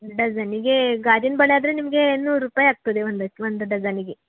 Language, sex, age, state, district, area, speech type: Kannada, female, 30-45, Karnataka, Udupi, rural, conversation